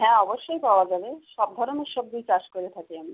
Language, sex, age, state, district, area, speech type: Bengali, female, 45-60, West Bengal, Uttar Dinajpur, urban, conversation